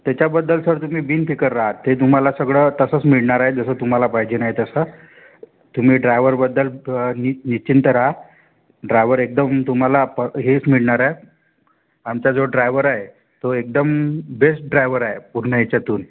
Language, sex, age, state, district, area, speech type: Marathi, male, 18-30, Maharashtra, Wardha, urban, conversation